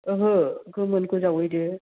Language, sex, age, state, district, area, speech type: Bodo, female, 60+, Assam, Chirang, rural, conversation